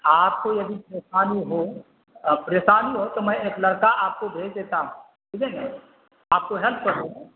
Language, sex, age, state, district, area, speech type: Urdu, male, 60+, Bihar, Supaul, rural, conversation